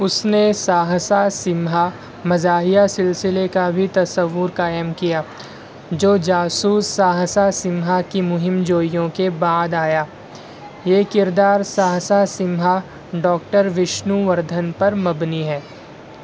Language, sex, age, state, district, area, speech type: Urdu, male, 60+, Maharashtra, Nashik, urban, read